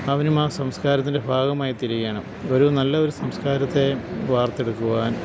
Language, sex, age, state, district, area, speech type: Malayalam, male, 45-60, Kerala, Idukki, rural, spontaneous